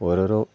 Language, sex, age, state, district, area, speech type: Malayalam, male, 45-60, Kerala, Idukki, rural, spontaneous